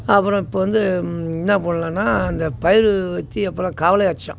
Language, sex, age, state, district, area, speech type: Tamil, male, 60+, Tamil Nadu, Tiruvannamalai, rural, spontaneous